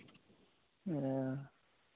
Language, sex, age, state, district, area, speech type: Santali, male, 18-30, Jharkhand, Pakur, rural, conversation